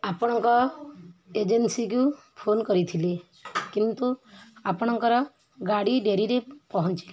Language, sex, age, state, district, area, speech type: Odia, female, 60+, Odisha, Kendrapara, urban, spontaneous